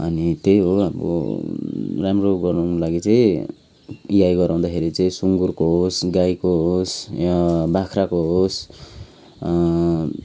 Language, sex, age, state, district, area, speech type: Nepali, male, 30-45, West Bengal, Kalimpong, rural, spontaneous